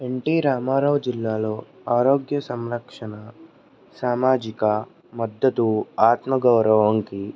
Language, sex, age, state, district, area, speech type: Telugu, male, 18-30, Andhra Pradesh, N T Rama Rao, urban, spontaneous